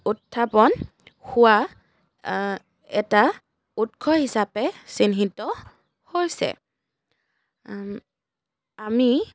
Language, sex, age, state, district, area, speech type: Assamese, female, 18-30, Assam, Charaideo, urban, spontaneous